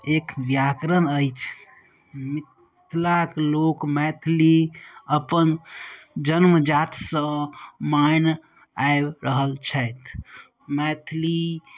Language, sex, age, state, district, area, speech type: Maithili, male, 30-45, Bihar, Darbhanga, rural, spontaneous